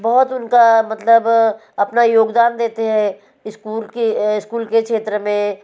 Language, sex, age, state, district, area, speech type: Hindi, female, 45-60, Madhya Pradesh, Betul, urban, spontaneous